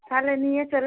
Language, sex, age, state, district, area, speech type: Bengali, female, 45-60, West Bengal, Hooghly, rural, conversation